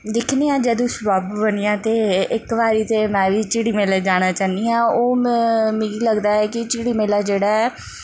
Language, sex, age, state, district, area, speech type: Dogri, female, 18-30, Jammu and Kashmir, Jammu, rural, spontaneous